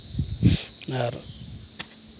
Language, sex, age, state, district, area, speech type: Santali, male, 30-45, Jharkhand, Seraikela Kharsawan, rural, spontaneous